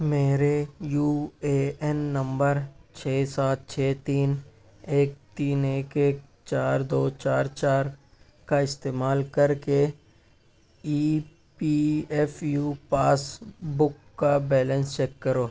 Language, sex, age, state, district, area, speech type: Urdu, male, 18-30, Maharashtra, Nashik, urban, read